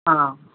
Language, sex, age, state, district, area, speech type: Tamil, male, 30-45, Tamil Nadu, Dharmapuri, rural, conversation